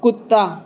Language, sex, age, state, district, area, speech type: Punjabi, female, 45-60, Punjab, Patiala, urban, read